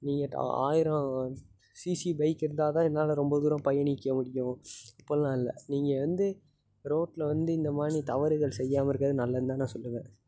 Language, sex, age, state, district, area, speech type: Tamil, male, 18-30, Tamil Nadu, Tiruppur, urban, spontaneous